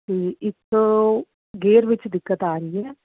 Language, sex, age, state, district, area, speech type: Punjabi, female, 30-45, Punjab, Fazilka, rural, conversation